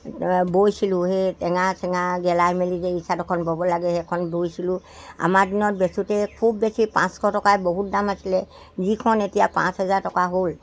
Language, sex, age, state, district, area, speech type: Assamese, male, 60+, Assam, Dibrugarh, rural, spontaneous